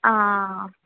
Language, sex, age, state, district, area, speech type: Malayalam, female, 30-45, Kerala, Kannur, urban, conversation